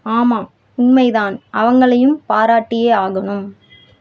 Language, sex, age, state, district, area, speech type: Tamil, female, 18-30, Tamil Nadu, Madurai, rural, read